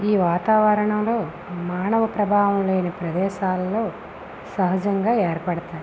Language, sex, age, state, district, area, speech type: Telugu, female, 18-30, Andhra Pradesh, Visakhapatnam, rural, spontaneous